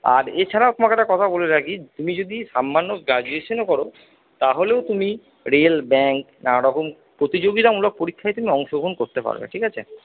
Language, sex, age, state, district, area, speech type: Bengali, male, 60+, West Bengal, Purba Bardhaman, urban, conversation